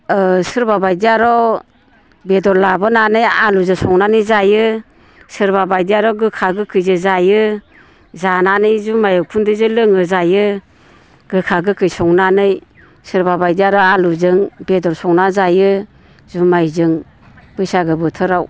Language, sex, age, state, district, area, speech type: Bodo, female, 60+, Assam, Baksa, urban, spontaneous